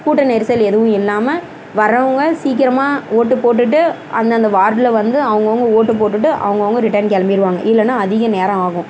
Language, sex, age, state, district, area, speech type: Tamil, female, 30-45, Tamil Nadu, Dharmapuri, rural, spontaneous